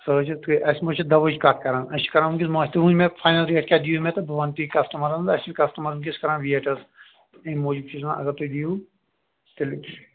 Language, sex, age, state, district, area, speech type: Kashmiri, male, 45-60, Jammu and Kashmir, Kupwara, urban, conversation